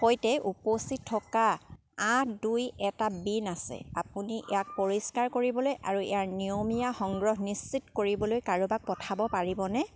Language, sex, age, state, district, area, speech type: Assamese, female, 30-45, Assam, Sivasagar, rural, read